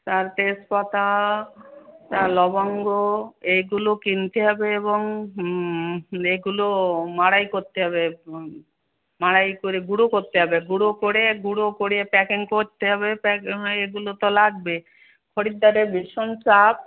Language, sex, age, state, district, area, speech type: Bengali, female, 60+, West Bengal, Darjeeling, urban, conversation